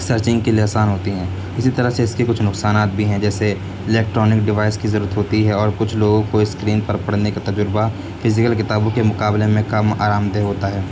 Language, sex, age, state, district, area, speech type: Urdu, male, 18-30, Uttar Pradesh, Siddharthnagar, rural, spontaneous